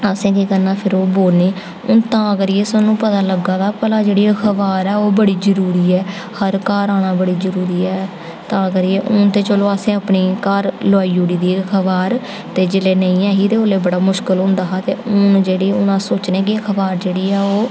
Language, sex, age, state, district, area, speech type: Dogri, female, 18-30, Jammu and Kashmir, Jammu, urban, spontaneous